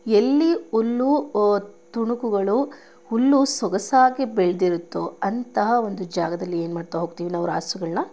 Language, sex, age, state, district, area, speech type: Kannada, female, 30-45, Karnataka, Mandya, rural, spontaneous